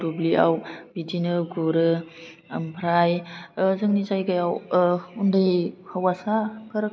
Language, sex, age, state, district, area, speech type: Bodo, female, 30-45, Assam, Baksa, rural, spontaneous